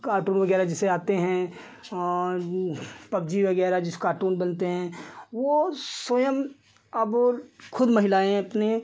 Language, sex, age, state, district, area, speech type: Hindi, male, 45-60, Uttar Pradesh, Lucknow, rural, spontaneous